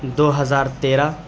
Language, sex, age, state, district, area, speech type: Urdu, male, 30-45, Bihar, Saharsa, urban, spontaneous